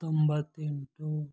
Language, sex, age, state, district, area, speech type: Kannada, male, 45-60, Karnataka, Kolar, rural, spontaneous